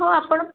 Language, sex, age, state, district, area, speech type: Odia, female, 18-30, Odisha, Kendujhar, urban, conversation